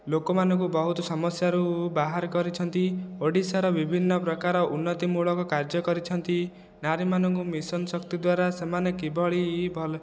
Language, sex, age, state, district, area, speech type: Odia, male, 18-30, Odisha, Khordha, rural, spontaneous